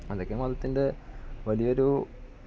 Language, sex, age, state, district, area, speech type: Malayalam, male, 18-30, Kerala, Malappuram, rural, spontaneous